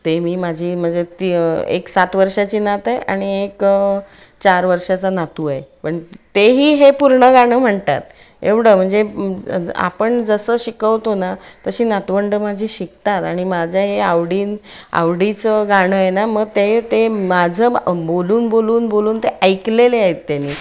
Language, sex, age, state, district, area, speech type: Marathi, female, 45-60, Maharashtra, Ratnagiri, rural, spontaneous